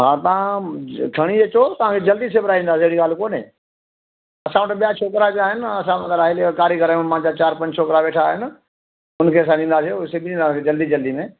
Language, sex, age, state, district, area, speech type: Sindhi, male, 60+, Delhi, South Delhi, rural, conversation